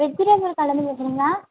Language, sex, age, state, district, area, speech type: Tamil, female, 18-30, Tamil Nadu, Kallakurichi, rural, conversation